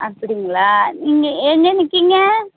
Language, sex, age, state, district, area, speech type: Tamil, female, 30-45, Tamil Nadu, Tirunelveli, urban, conversation